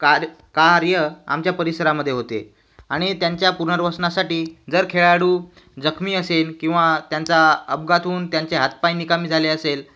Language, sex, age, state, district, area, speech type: Marathi, male, 18-30, Maharashtra, Washim, rural, spontaneous